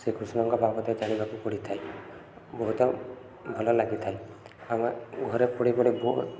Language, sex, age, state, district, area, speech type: Odia, male, 18-30, Odisha, Subarnapur, urban, spontaneous